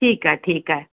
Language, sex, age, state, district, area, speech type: Sindhi, female, 45-60, Maharashtra, Mumbai Suburban, urban, conversation